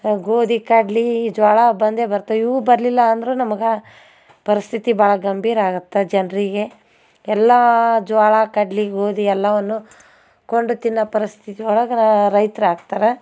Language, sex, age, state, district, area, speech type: Kannada, female, 45-60, Karnataka, Gadag, rural, spontaneous